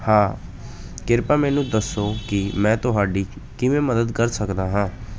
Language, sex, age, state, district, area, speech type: Punjabi, male, 18-30, Punjab, Ludhiana, rural, read